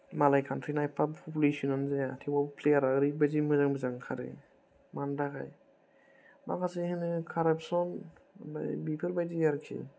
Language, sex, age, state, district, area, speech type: Bodo, male, 30-45, Assam, Kokrajhar, rural, spontaneous